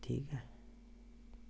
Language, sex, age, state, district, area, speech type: Dogri, male, 30-45, Jammu and Kashmir, Samba, rural, spontaneous